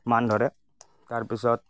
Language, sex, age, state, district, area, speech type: Assamese, male, 45-60, Assam, Darrang, rural, spontaneous